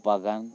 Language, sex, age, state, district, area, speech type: Santali, male, 30-45, West Bengal, Bankura, rural, spontaneous